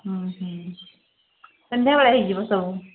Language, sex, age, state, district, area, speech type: Odia, female, 60+, Odisha, Angul, rural, conversation